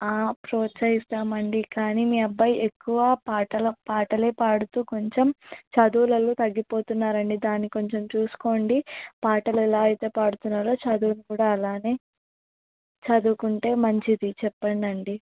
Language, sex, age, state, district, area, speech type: Telugu, female, 18-30, Telangana, Medak, rural, conversation